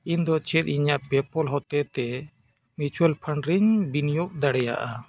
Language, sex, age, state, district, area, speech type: Santali, male, 45-60, Jharkhand, Bokaro, rural, read